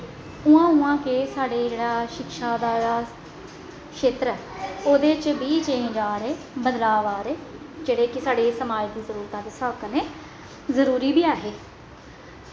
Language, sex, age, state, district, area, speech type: Dogri, female, 30-45, Jammu and Kashmir, Jammu, urban, spontaneous